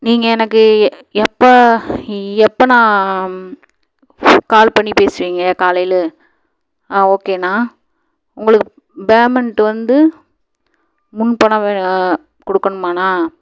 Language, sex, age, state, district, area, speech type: Tamil, female, 30-45, Tamil Nadu, Madurai, rural, spontaneous